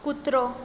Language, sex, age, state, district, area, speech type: Goan Konkani, female, 18-30, Goa, Bardez, rural, read